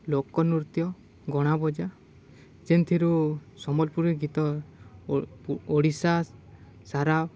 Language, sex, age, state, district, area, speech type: Odia, male, 18-30, Odisha, Balangir, urban, spontaneous